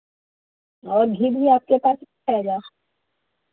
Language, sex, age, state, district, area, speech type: Hindi, female, 45-60, Uttar Pradesh, Hardoi, rural, conversation